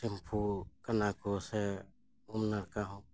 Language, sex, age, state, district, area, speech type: Santali, male, 60+, West Bengal, Paschim Bardhaman, rural, spontaneous